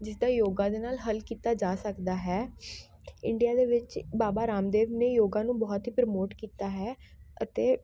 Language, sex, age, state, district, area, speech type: Punjabi, female, 18-30, Punjab, Shaheed Bhagat Singh Nagar, urban, spontaneous